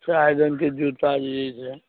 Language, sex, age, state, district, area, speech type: Maithili, male, 60+, Bihar, Muzaffarpur, urban, conversation